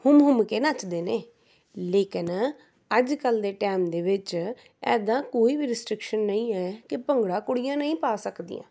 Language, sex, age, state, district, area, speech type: Punjabi, female, 30-45, Punjab, Rupnagar, urban, spontaneous